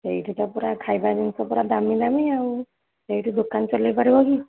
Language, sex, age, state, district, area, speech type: Odia, female, 30-45, Odisha, Sambalpur, rural, conversation